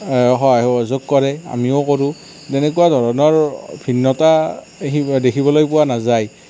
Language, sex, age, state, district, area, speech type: Assamese, male, 18-30, Assam, Nalbari, rural, spontaneous